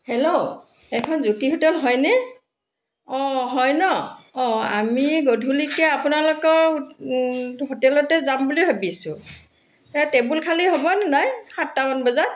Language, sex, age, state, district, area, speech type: Assamese, female, 60+, Assam, Dibrugarh, urban, spontaneous